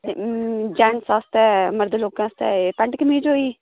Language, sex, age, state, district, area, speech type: Dogri, female, 30-45, Jammu and Kashmir, Udhampur, rural, conversation